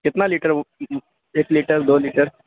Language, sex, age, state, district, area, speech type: Urdu, male, 30-45, Uttar Pradesh, Mau, urban, conversation